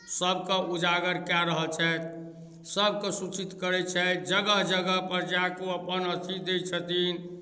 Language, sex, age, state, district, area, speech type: Maithili, male, 45-60, Bihar, Darbhanga, rural, spontaneous